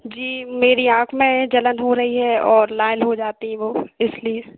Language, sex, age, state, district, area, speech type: Hindi, female, 18-30, Madhya Pradesh, Hoshangabad, rural, conversation